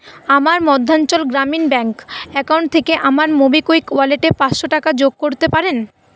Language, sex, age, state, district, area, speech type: Bengali, female, 30-45, West Bengal, Paschim Bardhaman, urban, read